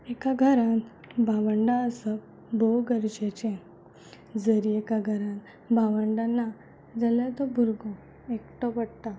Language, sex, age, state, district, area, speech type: Goan Konkani, female, 18-30, Goa, Tiswadi, rural, spontaneous